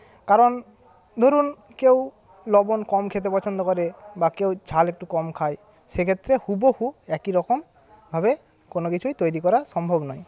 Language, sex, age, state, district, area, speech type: Bengali, male, 30-45, West Bengal, Paschim Medinipur, rural, spontaneous